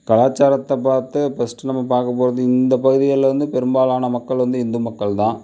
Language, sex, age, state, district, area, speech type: Tamil, male, 30-45, Tamil Nadu, Mayiladuthurai, rural, spontaneous